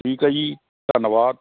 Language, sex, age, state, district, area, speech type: Punjabi, male, 60+, Punjab, Mohali, urban, conversation